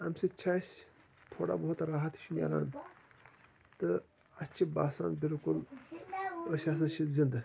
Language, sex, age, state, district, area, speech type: Kashmiri, male, 18-30, Jammu and Kashmir, Pulwama, rural, spontaneous